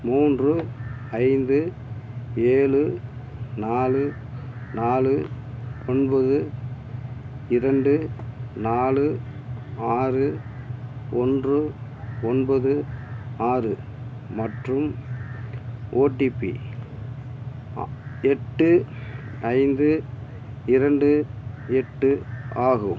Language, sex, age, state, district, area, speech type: Tamil, male, 45-60, Tamil Nadu, Madurai, rural, read